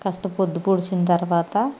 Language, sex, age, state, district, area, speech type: Telugu, female, 60+, Andhra Pradesh, Eluru, rural, spontaneous